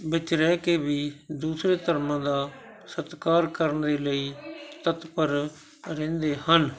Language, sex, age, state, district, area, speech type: Punjabi, male, 60+, Punjab, Shaheed Bhagat Singh Nagar, urban, spontaneous